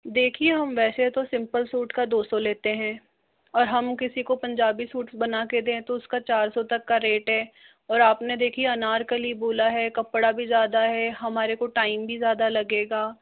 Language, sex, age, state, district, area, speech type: Hindi, male, 60+, Rajasthan, Jaipur, urban, conversation